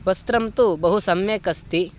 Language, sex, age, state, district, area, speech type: Sanskrit, male, 18-30, Karnataka, Mysore, rural, spontaneous